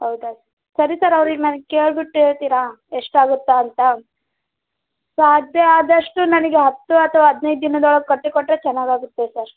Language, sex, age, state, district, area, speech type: Kannada, female, 18-30, Karnataka, Vijayanagara, rural, conversation